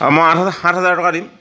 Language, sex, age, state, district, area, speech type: Assamese, male, 60+, Assam, Charaideo, rural, spontaneous